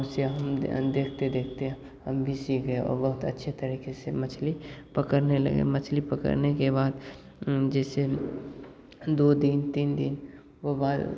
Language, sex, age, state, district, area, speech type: Hindi, male, 18-30, Bihar, Begusarai, rural, spontaneous